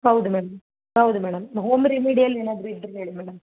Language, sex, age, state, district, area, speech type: Kannada, female, 30-45, Karnataka, Gulbarga, urban, conversation